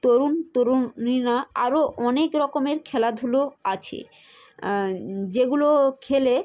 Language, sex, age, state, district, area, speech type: Bengali, female, 30-45, West Bengal, Hooghly, urban, spontaneous